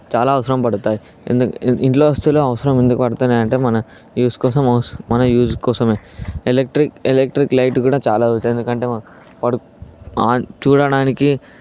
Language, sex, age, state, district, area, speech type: Telugu, male, 18-30, Telangana, Vikarabad, urban, spontaneous